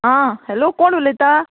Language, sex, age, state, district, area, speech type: Goan Konkani, female, 30-45, Goa, Murmgao, rural, conversation